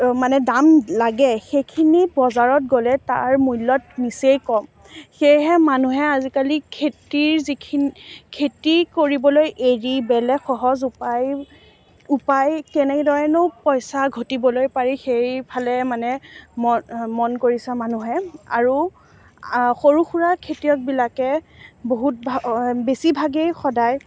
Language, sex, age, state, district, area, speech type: Assamese, female, 18-30, Assam, Morigaon, rural, spontaneous